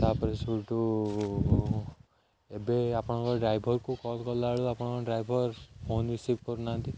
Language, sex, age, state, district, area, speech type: Odia, male, 18-30, Odisha, Jagatsinghpur, rural, spontaneous